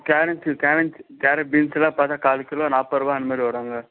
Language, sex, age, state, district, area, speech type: Tamil, male, 18-30, Tamil Nadu, Ranipet, rural, conversation